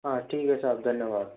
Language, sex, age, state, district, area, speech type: Hindi, male, 30-45, Rajasthan, Jaipur, urban, conversation